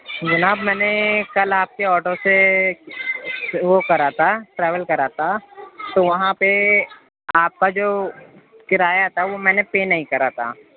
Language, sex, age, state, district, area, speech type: Urdu, male, 18-30, Uttar Pradesh, Gautam Buddha Nagar, urban, conversation